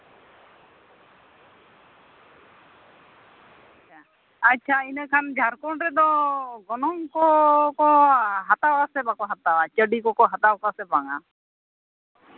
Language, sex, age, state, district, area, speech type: Santali, female, 45-60, Jharkhand, Seraikela Kharsawan, rural, conversation